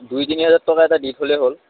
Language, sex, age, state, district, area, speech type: Assamese, male, 18-30, Assam, Udalguri, urban, conversation